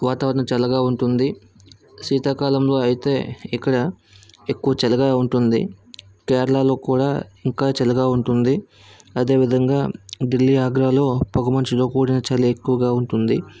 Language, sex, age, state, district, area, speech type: Telugu, male, 18-30, Andhra Pradesh, Vizianagaram, rural, spontaneous